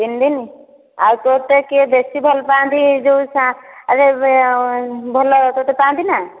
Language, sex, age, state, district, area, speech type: Odia, female, 30-45, Odisha, Dhenkanal, rural, conversation